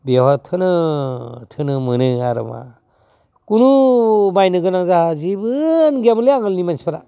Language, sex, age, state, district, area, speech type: Bodo, male, 60+, Assam, Udalguri, rural, spontaneous